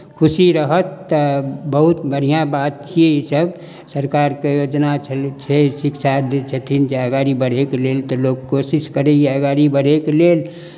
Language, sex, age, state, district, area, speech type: Maithili, male, 60+, Bihar, Darbhanga, rural, spontaneous